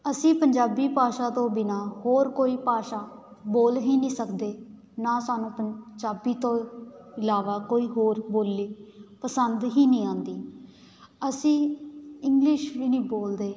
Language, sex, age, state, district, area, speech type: Punjabi, female, 18-30, Punjab, Patiala, urban, spontaneous